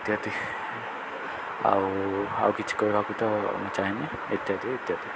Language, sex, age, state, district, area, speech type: Odia, male, 18-30, Odisha, Koraput, urban, spontaneous